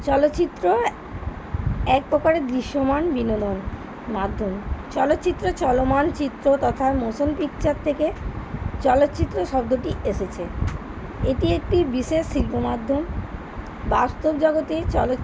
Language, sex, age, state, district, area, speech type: Bengali, female, 30-45, West Bengal, Birbhum, urban, spontaneous